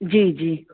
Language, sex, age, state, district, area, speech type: Sindhi, female, 45-60, Delhi, South Delhi, urban, conversation